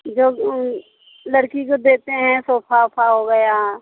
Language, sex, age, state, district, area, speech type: Hindi, female, 45-60, Uttar Pradesh, Mirzapur, rural, conversation